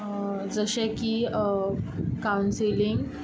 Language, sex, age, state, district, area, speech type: Goan Konkani, female, 30-45, Goa, Tiswadi, rural, spontaneous